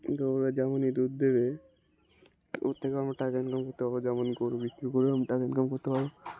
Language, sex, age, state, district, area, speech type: Bengali, male, 18-30, West Bengal, Uttar Dinajpur, urban, spontaneous